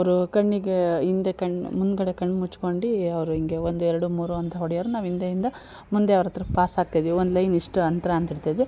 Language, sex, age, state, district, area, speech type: Kannada, female, 30-45, Karnataka, Chikkamagaluru, rural, spontaneous